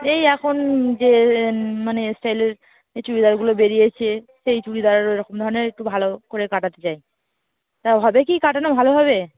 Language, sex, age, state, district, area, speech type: Bengali, female, 30-45, West Bengal, Darjeeling, urban, conversation